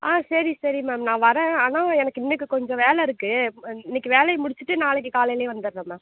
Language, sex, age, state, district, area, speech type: Tamil, female, 45-60, Tamil Nadu, Sivaganga, rural, conversation